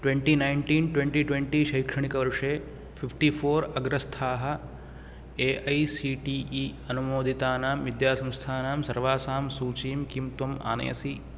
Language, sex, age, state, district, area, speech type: Sanskrit, male, 18-30, Karnataka, Uttara Kannada, rural, read